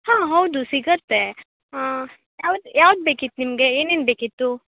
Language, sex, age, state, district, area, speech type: Kannada, female, 18-30, Karnataka, Uttara Kannada, rural, conversation